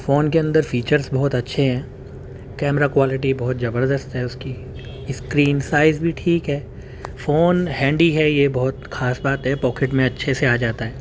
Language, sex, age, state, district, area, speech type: Urdu, male, 30-45, Uttar Pradesh, Gautam Buddha Nagar, urban, spontaneous